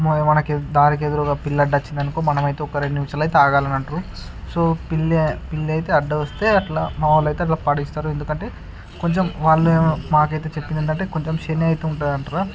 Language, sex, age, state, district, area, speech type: Telugu, male, 30-45, Andhra Pradesh, Srikakulam, urban, spontaneous